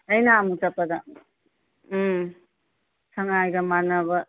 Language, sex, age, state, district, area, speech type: Manipuri, female, 30-45, Manipur, Imphal West, urban, conversation